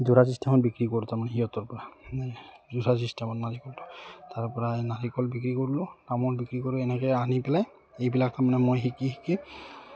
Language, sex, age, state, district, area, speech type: Assamese, male, 30-45, Assam, Udalguri, rural, spontaneous